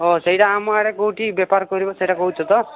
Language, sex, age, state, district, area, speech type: Odia, male, 18-30, Odisha, Nabarangpur, urban, conversation